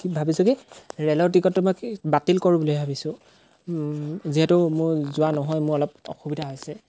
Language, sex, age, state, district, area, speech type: Assamese, male, 18-30, Assam, Golaghat, rural, spontaneous